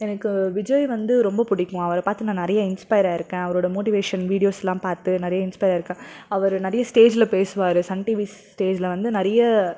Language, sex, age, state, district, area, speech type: Tamil, female, 18-30, Tamil Nadu, Krishnagiri, rural, spontaneous